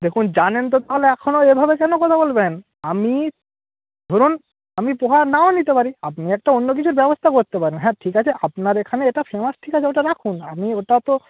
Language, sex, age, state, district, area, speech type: Bengali, male, 18-30, West Bengal, Purba Medinipur, rural, conversation